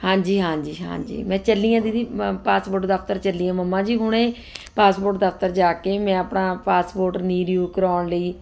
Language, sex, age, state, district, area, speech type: Punjabi, female, 30-45, Punjab, Ludhiana, urban, spontaneous